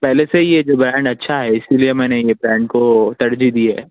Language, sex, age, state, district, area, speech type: Urdu, male, 18-30, Telangana, Hyderabad, urban, conversation